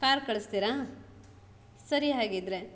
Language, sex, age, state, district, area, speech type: Kannada, female, 30-45, Karnataka, Shimoga, rural, spontaneous